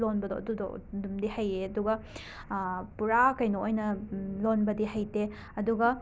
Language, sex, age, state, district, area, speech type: Manipuri, female, 18-30, Manipur, Imphal West, rural, spontaneous